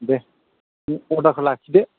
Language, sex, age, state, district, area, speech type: Bodo, male, 45-60, Assam, Udalguri, urban, conversation